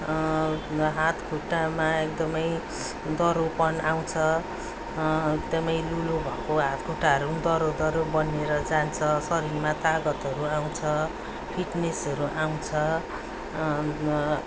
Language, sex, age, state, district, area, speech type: Nepali, female, 45-60, West Bengal, Darjeeling, rural, spontaneous